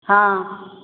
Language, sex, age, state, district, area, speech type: Maithili, female, 45-60, Bihar, Darbhanga, rural, conversation